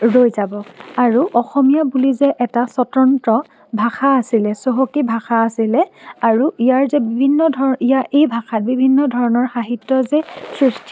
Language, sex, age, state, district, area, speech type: Assamese, female, 18-30, Assam, Dhemaji, rural, spontaneous